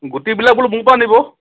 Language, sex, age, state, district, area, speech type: Assamese, male, 30-45, Assam, Sivasagar, rural, conversation